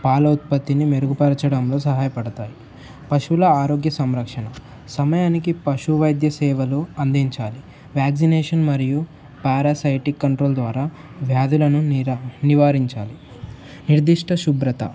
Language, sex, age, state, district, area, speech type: Telugu, male, 18-30, Telangana, Mulugu, urban, spontaneous